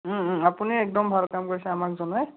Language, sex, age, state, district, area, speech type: Assamese, male, 18-30, Assam, Biswanath, rural, conversation